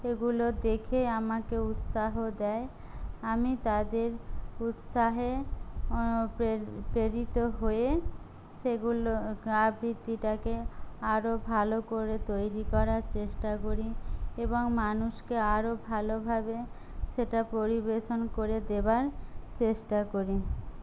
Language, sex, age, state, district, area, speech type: Bengali, female, 30-45, West Bengal, Jhargram, rural, spontaneous